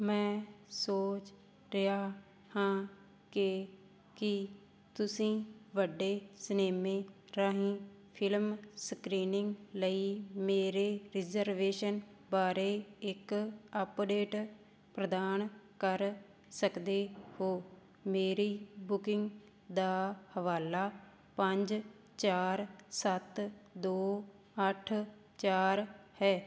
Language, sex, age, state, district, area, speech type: Punjabi, female, 18-30, Punjab, Fazilka, rural, read